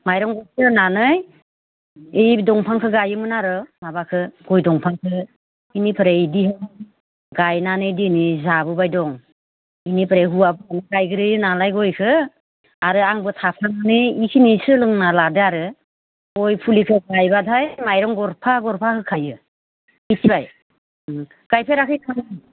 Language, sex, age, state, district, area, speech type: Bodo, female, 60+, Assam, Baksa, rural, conversation